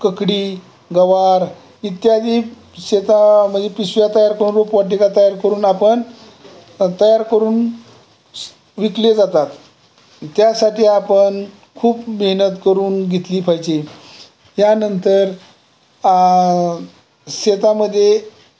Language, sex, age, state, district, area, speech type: Marathi, male, 60+, Maharashtra, Osmanabad, rural, spontaneous